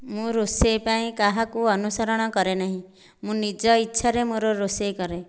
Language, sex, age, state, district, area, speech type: Odia, female, 30-45, Odisha, Dhenkanal, rural, spontaneous